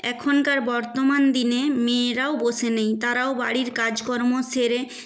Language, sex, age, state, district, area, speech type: Bengali, female, 30-45, West Bengal, Nadia, rural, spontaneous